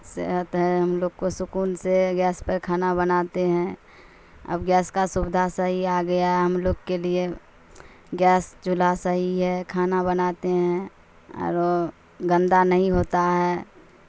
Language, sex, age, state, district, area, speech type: Urdu, female, 45-60, Bihar, Supaul, rural, spontaneous